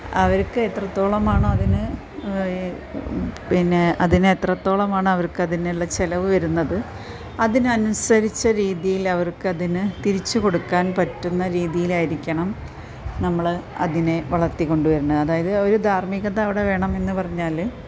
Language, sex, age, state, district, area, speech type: Malayalam, female, 45-60, Kerala, Malappuram, urban, spontaneous